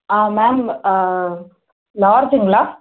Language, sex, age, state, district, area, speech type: Tamil, female, 30-45, Tamil Nadu, Chennai, urban, conversation